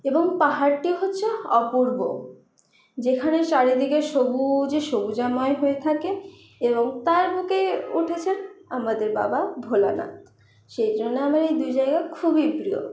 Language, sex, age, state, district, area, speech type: Bengali, female, 30-45, West Bengal, Paschim Bardhaman, urban, spontaneous